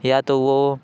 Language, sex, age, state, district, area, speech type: Urdu, male, 30-45, Uttar Pradesh, Lucknow, urban, spontaneous